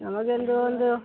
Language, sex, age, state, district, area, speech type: Kannada, female, 60+, Karnataka, Dakshina Kannada, rural, conversation